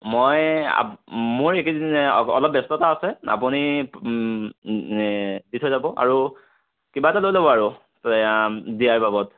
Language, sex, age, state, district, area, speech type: Assamese, male, 60+, Assam, Kamrup Metropolitan, urban, conversation